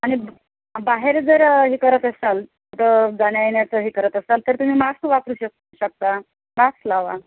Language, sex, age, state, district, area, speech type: Marathi, female, 45-60, Maharashtra, Akola, rural, conversation